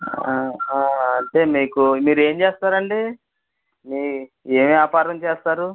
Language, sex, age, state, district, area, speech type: Telugu, male, 45-60, Andhra Pradesh, West Godavari, rural, conversation